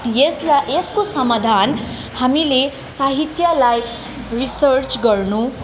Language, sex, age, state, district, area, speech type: Nepali, female, 18-30, West Bengal, Kalimpong, rural, spontaneous